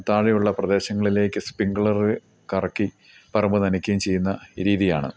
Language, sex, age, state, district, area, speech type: Malayalam, male, 45-60, Kerala, Idukki, rural, spontaneous